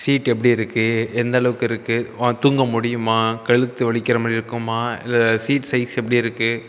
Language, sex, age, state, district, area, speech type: Tamil, male, 18-30, Tamil Nadu, Viluppuram, urban, spontaneous